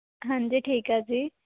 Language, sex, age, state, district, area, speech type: Punjabi, female, 18-30, Punjab, Mohali, urban, conversation